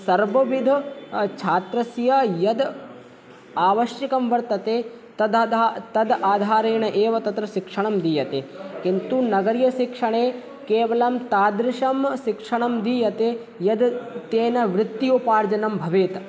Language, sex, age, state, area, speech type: Sanskrit, male, 18-30, Madhya Pradesh, rural, spontaneous